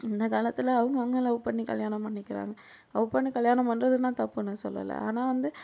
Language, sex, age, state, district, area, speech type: Tamil, female, 60+, Tamil Nadu, Sivaganga, rural, spontaneous